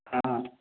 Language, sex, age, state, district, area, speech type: Urdu, male, 18-30, Uttar Pradesh, Balrampur, rural, conversation